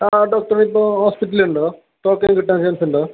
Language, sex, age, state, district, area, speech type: Malayalam, male, 18-30, Kerala, Kasaragod, rural, conversation